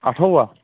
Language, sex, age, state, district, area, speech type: Kashmiri, female, 18-30, Jammu and Kashmir, Kulgam, rural, conversation